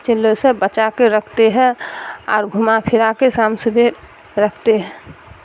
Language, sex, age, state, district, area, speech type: Urdu, female, 60+, Bihar, Darbhanga, rural, spontaneous